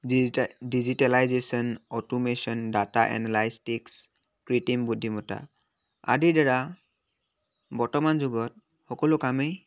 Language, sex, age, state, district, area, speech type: Assamese, male, 18-30, Assam, Dibrugarh, urban, spontaneous